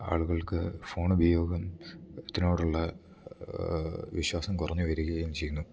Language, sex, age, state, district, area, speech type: Malayalam, male, 18-30, Kerala, Idukki, rural, spontaneous